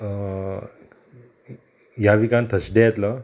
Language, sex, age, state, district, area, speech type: Goan Konkani, male, 30-45, Goa, Murmgao, rural, spontaneous